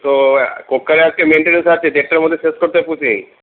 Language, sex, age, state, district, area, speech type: Bengali, male, 45-60, West Bengal, Paschim Bardhaman, urban, conversation